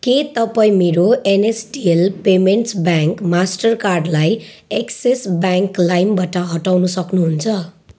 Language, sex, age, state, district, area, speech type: Nepali, female, 30-45, West Bengal, Jalpaiguri, rural, read